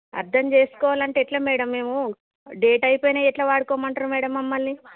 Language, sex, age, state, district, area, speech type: Telugu, female, 30-45, Telangana, Jagtial, urban, conversation